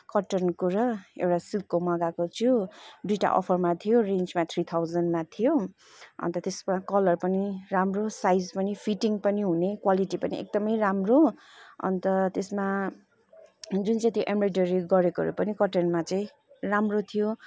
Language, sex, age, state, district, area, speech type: Nepali, female, 30-45, West Bengal, Kalimpong, rural, spontaneous